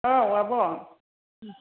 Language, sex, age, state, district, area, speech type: Bodo, female, 45-60, Assam, Chirang, rural, conversation